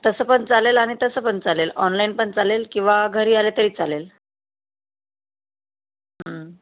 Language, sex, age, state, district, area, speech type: Marathi, female, 30-45, Maharashtra, Yavatmal, rural, conversation